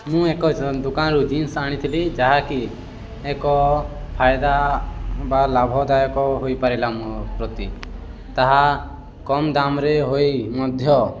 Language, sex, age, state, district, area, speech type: Odia, male, 18-30, Odisha, Balangir, urban, spontaneous